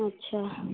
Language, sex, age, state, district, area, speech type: Santali, female, 18-30, West Bengal, Purba Bardhaman, rural, conversation